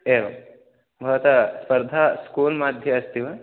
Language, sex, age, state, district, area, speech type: Sanskrit, male, 18-30, Tamil Nadu, Tiruvallur, rural, conversation